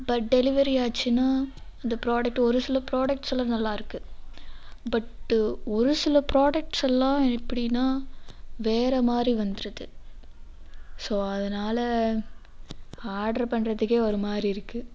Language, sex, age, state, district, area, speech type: Tamil, female, 18-30, Tamil Nadu, Namakkal, rural, spontaneous